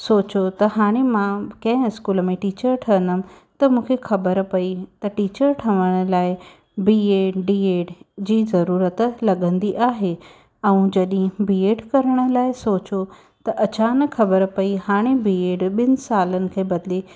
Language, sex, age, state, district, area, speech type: Sindhi, female, 30-45, Maharashtra, Thane, urban, spontaneous